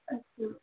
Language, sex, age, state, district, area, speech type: Urdu, female, 18-30, Bihar, Saharsa, rural, conversation